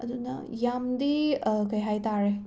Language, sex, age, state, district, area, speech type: Manipuri, female, 18-30, Manipur, Imphal West, rural, spontaneous